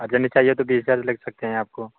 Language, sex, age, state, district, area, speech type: Hindi, male, 30-45, Uttar Pradesh, Bhadohi, rural, conversation